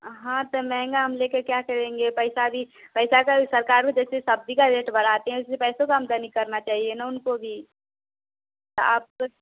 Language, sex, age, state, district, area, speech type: Hindi, female, 18-30, Bihar, Vaishali, rural, conversation